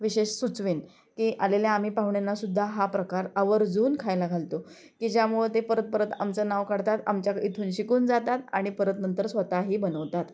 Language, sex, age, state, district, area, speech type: Marathi, female, 30-45, Maharashtra, Osmanabad, rural, spontaneous